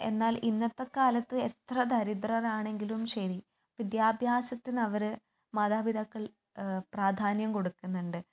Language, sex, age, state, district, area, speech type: Malayalam, female, 18-30, Kerala, Kannur, urban, spontaneous